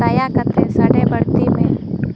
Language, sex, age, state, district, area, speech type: Santali, female, 18-30, Jharkhand, Seraikela Kharsawan, rural, read